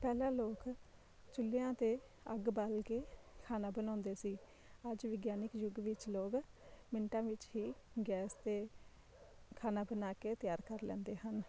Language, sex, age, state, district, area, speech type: Punjabi, female, 30-45, Punjab, Shaheed Bhagat Singh Nagar, urban, spontaneous